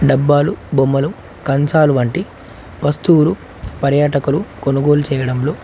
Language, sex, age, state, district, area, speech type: Telugu, male, 18-30, Telangana, Nagarkurnool, urban, spontaneous